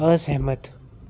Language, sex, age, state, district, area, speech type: Dogri, male, 30-45, Jammu and Kashmir, Reasi, rural, read